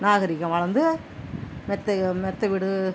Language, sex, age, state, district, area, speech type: Tamil, female, 45-60, Tamil Nadu, Cuddalore, rural, spontaneous